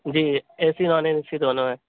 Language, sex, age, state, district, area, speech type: Urdu, male, 18-30, Bihar, Purnia, rural, conversation